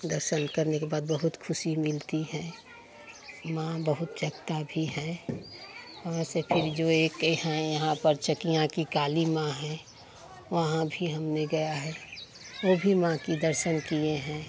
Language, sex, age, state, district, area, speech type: Hindi, female, 45-60, Uttar Pradesh, Chandauli, rural, spontaneous